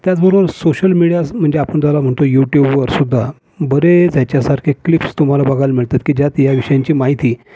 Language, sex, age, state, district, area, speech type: Marathi, male, 60+, Maharashtra, Raigad, urban, spontaneous